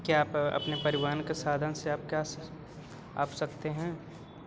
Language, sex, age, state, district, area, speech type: Hindi, male, 30-45, Uttar Pradesh, Azamgarh, rural, read